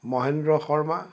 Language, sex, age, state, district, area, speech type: Assamese, male, 45-60, Assam, Sonitpur, urban, spontaneous